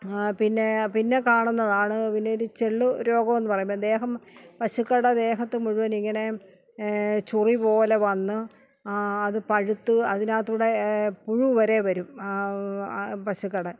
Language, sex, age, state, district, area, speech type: Malayalam, female, 45-60, Kerala, Alappuzha, rural, spontaneous